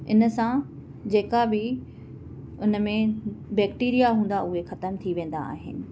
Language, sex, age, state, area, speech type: Sindhi, female, 30-45, Maharashtra, urban, spontaneous